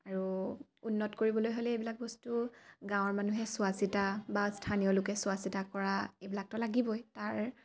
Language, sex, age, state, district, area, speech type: Assamese, female, 18-30, Assam, Dibrugarh, rural, spontaneous